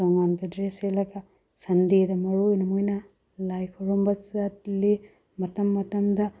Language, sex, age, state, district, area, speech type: Manipuri, female, 30-45, Manipur, Bishnupur, rural, spontaneous